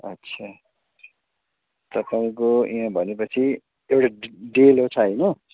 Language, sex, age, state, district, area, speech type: Nepali, male, 45-60, West Bengal, Kalimpong, rural, conversation